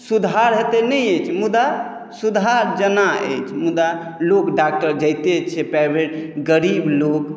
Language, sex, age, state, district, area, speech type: Maithili, male, 30-45, Bihar, Madhubani, rural, spontaneous